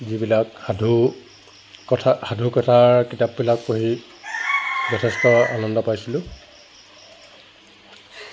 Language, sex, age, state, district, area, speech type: Assamese, male, 45-60, Assam, Dibrugarh, rural, spontaneous